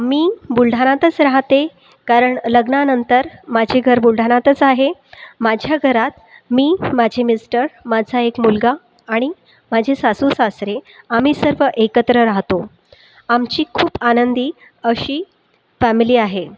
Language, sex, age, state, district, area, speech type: Marathi, female, 30-45, Maharashtra, Buldhana, urban, spontaneous